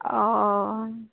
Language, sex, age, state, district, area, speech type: Assamese, female, 30-45, Assam, Dibrugarh, rural, conversation